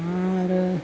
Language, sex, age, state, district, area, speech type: Bodo, female, 60+, Assam, Kokrajhar, urban, spontaneous